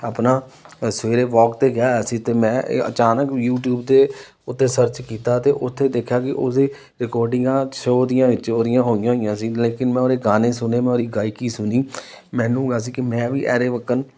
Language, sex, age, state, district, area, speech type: Punjabi, male, 30-45, Punjab, Amritsar, urban, spontaneous